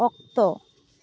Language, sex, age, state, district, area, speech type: Santali, female, 18-30, West Bengal, Uttar Dinajpur, rural, read